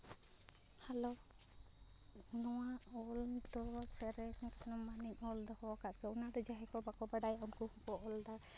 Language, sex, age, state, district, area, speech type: Santali, female, 30-45, Jharkhand, Seraikela Kharsawan, rural, spontaneous